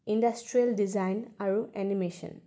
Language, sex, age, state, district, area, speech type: Assamese, female, 18-30, Assam, Udalguri, rural, spontaneous